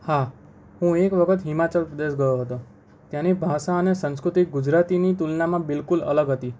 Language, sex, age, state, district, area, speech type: Gujarati, male, 18-30, Gujarat, Anand, urban, spontaneous